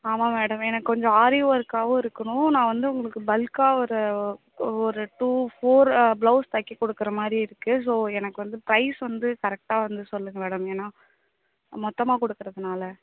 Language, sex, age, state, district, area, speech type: Tamil, female, 18-30, Tamil Nadu, Mayiladuthurai, rural, conversation